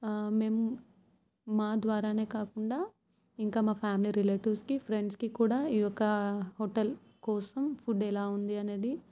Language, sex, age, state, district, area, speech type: Telugu, female, 18-30, Andhra Pradesh, Kakinada, urban, spontaneous